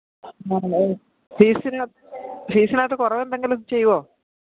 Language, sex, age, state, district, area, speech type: Malayalam, female, 45-60, Kerala, Idukki, rural, conversation